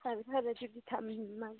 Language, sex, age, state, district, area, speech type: Manipuri, female, 30-45, Manipur, Churachandpur, rural, conversation